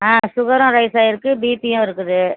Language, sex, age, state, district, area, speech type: Tamil, female, 45-60, Tamil Nadu, Tiruchirappalli, rural, conversation